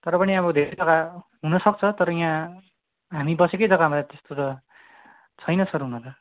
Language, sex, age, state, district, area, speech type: Nepali, male, 18-30, West Bengal, Darjeeling, rural, conversation